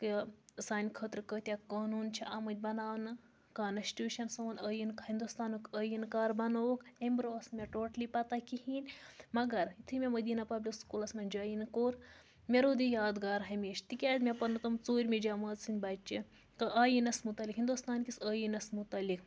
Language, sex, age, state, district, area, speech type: Kashmiri, female, 30-45, Jammu and Kashmir, Budgam, rural, spontaneous